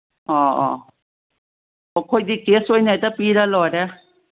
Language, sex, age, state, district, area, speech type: Manipuri, female, 60+, Manipur, Kangpokpi, urban, conversation